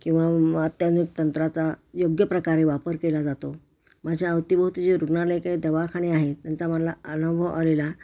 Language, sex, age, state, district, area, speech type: Marathi, female, 60+, Maharashtra, Pune, urban, spontaneous